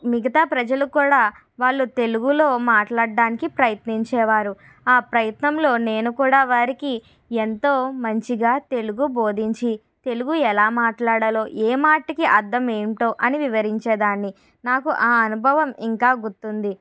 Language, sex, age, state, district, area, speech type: Telugu, female, 45-60, Andhra Pradesh, Kakinada, urban, spontaneous